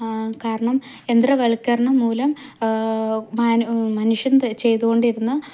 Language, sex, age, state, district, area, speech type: Malayalam, female, 18-30, Kerala, Idukki, rural, spontaneous